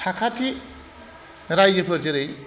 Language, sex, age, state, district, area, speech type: Bodo, male, 45-60, Assam, Kokrajhar, rural, spontaneous